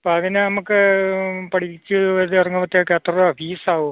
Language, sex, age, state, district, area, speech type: Malayalam, male, 45-60, Kerala, Idukki, rural, conversation